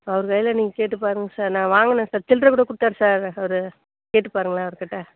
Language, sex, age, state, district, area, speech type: Tamil, female, 60+, Tamil Nadu, Chengalpattu, rural, conversation